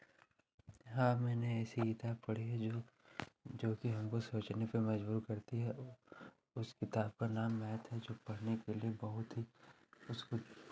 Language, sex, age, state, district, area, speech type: Hindi, male, 18-30, Uttar Pradesh, Chandauli, urban, spontaneous